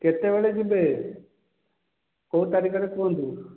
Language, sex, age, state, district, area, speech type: Odia, male, 45-60, Odisha, Dhenkanal, rural, conversation